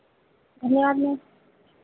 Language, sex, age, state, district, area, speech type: Hindi, female, 30-45, Madhya Pradesh, Harda, urban, conversation